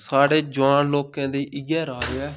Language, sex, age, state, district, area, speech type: Dogri, male, 18-30, Jammu and Kashmir, Udhampur, rural, spontaneous